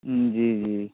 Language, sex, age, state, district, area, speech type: Urdu, male, 30-45, Bihar, Darbhanga, urban, conversation